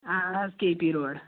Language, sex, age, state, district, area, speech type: Kashmiri, female, 30-45, Jammu and Kashmir, Anantnag, rural, conversation